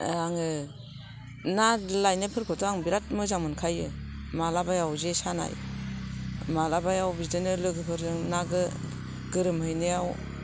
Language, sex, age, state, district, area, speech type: Bodo, female, 45-60, Assam, Kokrajhar, rural, spontaneous